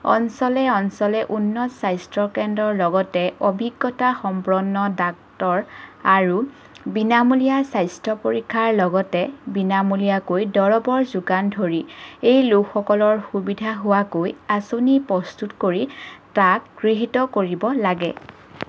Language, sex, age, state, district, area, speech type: Assamese, female, 30-45, Assam, Lakhimpur, rural, spontaneous